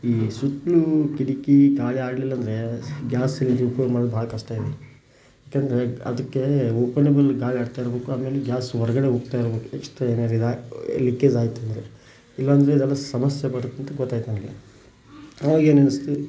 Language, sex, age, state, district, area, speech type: Kannada, male, 30-45, Karnataka, Koppal, rural, spontaneous